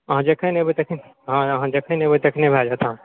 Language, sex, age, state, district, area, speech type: Maithili, male, 60+, Bihar, Purnia, urban, conversation